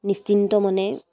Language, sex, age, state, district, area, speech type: Assamese, female, 18-30, Assam, Dibrugarh, rural, spontaneous